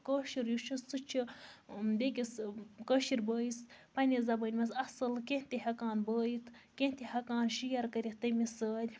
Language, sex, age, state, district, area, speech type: Kashmiri, female, 30-45, Jammu and Kashmir, Baramulla, rural, spontaneous